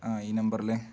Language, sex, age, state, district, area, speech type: Malayalam, male, 18-30, Kerala, Wayanad, rural, spontaneous